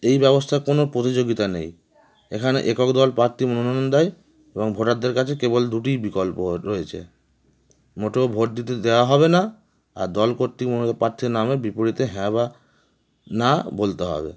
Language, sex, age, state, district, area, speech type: Bengali, male, 30-45, West Bengal, Howrah, urban, spontaneous